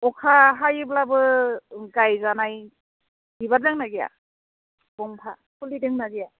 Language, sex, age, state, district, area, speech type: Bodo, female, 30-45, Assam, Udalguri, urban, conversation